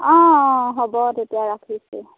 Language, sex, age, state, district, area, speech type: Assamese, female, 30-45, Assam, Golaghat, urban, conversation